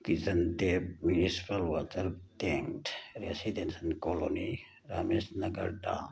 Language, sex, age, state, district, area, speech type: Manipuri, male, 60+, Manipur, Churachandpur, urban, read